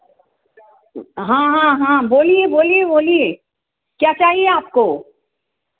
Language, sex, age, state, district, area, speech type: Hindi, female, 60+, Madhya Pradesh, Hoshangabad, urban, conversation